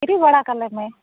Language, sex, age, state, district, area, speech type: Santali, female, 30-45, West Bengal, Malda, rural, conversation